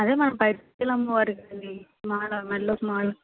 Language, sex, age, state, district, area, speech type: Telugu, female, 30-45, Andhra Pradesh, Vizianagaram, urban, conversation